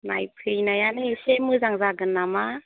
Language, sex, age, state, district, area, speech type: Bodo, female, 30-45, Assam, Chirang, rural, conversation